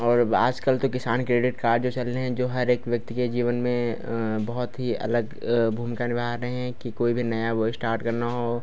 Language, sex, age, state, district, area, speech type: Hindi, male, 30-45, Uttar Pradesh, Lucknow, rural, spontaneous